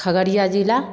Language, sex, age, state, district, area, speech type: Maithili, female, 30-45, Bihar, Samastipur, rural, spontaneous